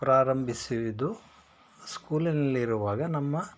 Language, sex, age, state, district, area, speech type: Kannada, male, 45-60, Karnataka, Shimoga, rural, spontaneous